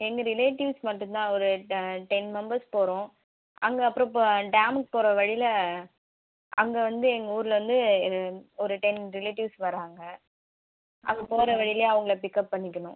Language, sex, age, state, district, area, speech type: Tamil, female, 18-30, Tamil Nadu, Viluppuram, urban, conversation